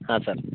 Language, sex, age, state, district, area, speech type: Kannada, male, 18-30, Karnataka, Chamarajanagar, rural, conversation